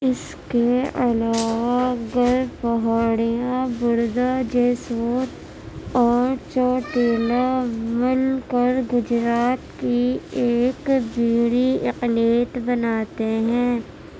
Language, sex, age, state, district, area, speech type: Urdu, female, 18-30, Uttar Pradesh, Gautam Buddha Nagar, rural, read